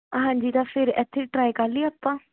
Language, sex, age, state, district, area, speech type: Punjabi, female, 18-30, Punjab, Gurdaspur, rural, conversation